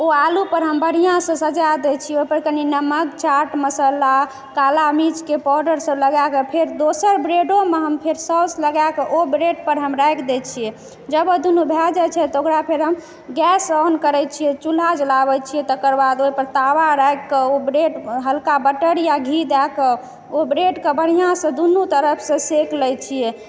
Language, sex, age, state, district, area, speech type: Maithili, female, 30-45, Bihar, Madhubani, urban, spontaneous